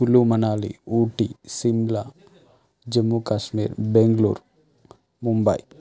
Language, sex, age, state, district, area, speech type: Telugu, male, 30-45, Telangana, Adilabad, rural, spontaneous